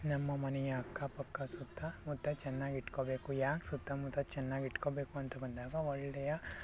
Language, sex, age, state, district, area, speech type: Kannada, male, 45-60, Karnataka, Bangalore Rural, rural, spontaneous